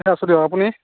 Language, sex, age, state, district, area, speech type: Assamese, male, 30-45, Assam, Morigaon, rural, conversation